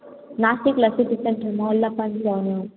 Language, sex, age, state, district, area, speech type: Marathi, female, 18-30, Maharashtra, Ahmednagar, urban, conversation